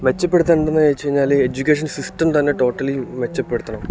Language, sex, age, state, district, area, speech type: Malayalam, male, 30-45, Kerala, Alappuzha, rural, spontaneous